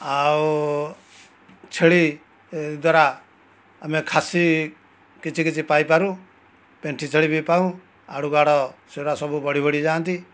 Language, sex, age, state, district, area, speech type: Odia, male, 60+, Odisha, Kendujhar, urban, spontaneous